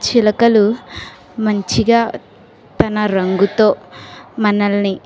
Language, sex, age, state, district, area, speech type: Telugu, female, 30-45, Andhra Pradesh, Kakinada, urban, spontaneous